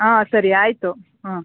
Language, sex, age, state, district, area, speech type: Kannada, female, 30-45, Karnataka, Mandya, urban, conversation